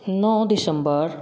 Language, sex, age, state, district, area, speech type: Hindi, male, 30-45, Bihar, Samastipur, urban, spontaneous